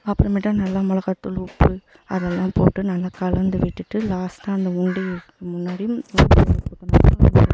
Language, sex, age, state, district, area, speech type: Tamil, female, 18-30, Tamil Nadu, Tiruvannamalai, rural, spontaneous